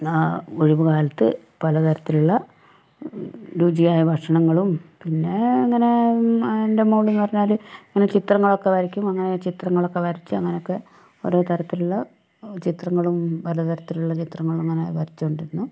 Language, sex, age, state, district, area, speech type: Malayalam, female, 45-60, Kerala, Wayanad, rural, spontaneous